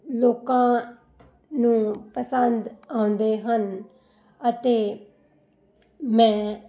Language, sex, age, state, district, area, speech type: Punjabi, female, 45-60, Punjab, Jalandhar, urban, spontaneous